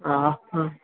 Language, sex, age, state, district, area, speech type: Maithili, male, 30-45, Bihar, Madhubani, rural, conversation